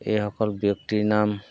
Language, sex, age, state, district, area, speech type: Assamese, male, 45-60, Assam, Golaghat, urban, spontaneous